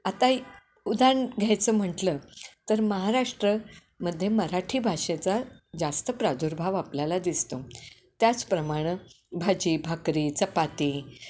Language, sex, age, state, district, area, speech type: Marathi, female, 60+, Maharashtra, Kolhapur, urban, spontaneous